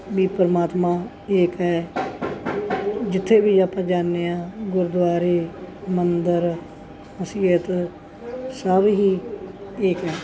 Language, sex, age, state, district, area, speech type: Punjabi, female, 60+, Punjab, Bathinda, urban, spontaneous